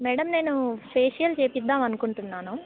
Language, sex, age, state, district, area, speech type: Telugu, female, 18-30, Telangana, Khammam, urban, conversation